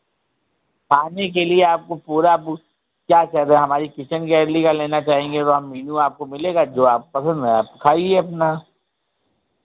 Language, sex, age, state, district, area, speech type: Hindi, male, 60+, Uttar Pradesh, Sitapur, rural, conversation